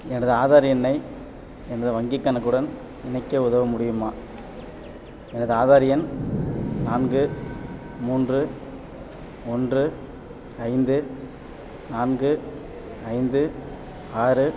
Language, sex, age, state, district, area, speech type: Tamil, male, 30-45, Tamil Nadu, Madurai, urban, read